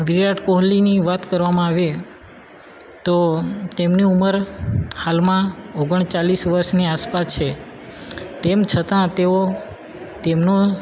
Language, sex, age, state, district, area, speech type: Gujarati, male, 18-30, Gujarat, Valsad, rural, spontaneous